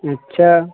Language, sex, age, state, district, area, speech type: Hindi, male, 45-60, Uttar Pradesh, Lucknow, urban, conversation